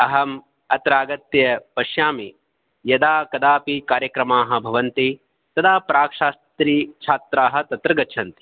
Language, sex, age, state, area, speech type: Sanskrit, male, 30-45, Rajasthan, urban, conversation